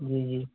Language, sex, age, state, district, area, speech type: Urdu, male, 18-30, Delhi, South Delhi, urban, conversation